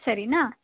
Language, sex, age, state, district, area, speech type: Kannada, female, 18-30, Karnataka, Chitradurga, urban, conversation